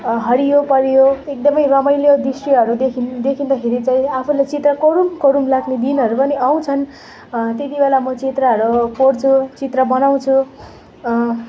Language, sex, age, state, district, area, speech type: Nepali, female, 18-30, West Bengal, Darjeeling, rural, spontaneous